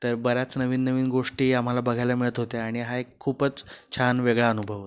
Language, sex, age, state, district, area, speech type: Marathi, male, 30-45, Maharashtra, Pune, urban, spontaneous